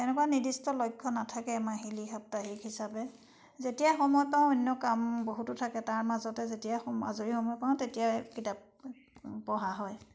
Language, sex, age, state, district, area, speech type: Assamese, female, 60+, Assam, Charaideo, urban, spontaneous